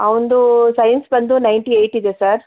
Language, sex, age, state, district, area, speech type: Kannada, female, 45-60, Karnataka, Chikkaballapur, rural, conversation